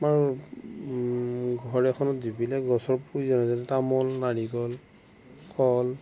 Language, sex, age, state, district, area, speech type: Assamese, male, 60+, Assam, Darrang, rural, spontaneous